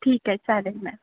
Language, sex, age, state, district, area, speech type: Marathi, female, 18-30, Maharashtra, Sindhudurg, rural, conversation